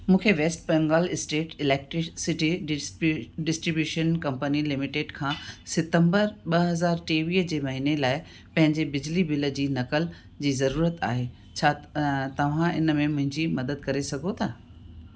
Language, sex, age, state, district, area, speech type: Sindhi, female, 60+, Rajasthan, Ajmer, urban, read